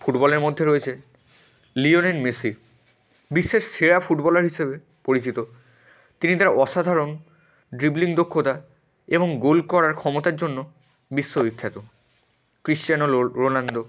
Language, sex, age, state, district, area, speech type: Bengali, male, 18-30, West Bengal, Hooghly, urban, spontaneous